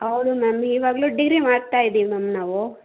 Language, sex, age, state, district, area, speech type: Kannada, female, 18-30, Karnataka, Chikkaballapur, rural, conversation